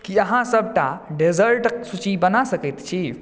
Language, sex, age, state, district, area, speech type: Maithili, male, 30-45, Bihar, Madhubani, urban, read